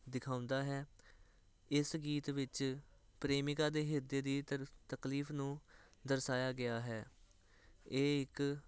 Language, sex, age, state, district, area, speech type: Punjabi, male, 18-30, Punjab, Hoshiarpur, urban, spontaneous